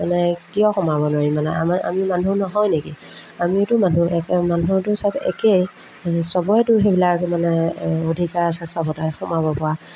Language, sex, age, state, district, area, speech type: Assamese, female, 30-45, Assam, Majuli, urban, spontaneous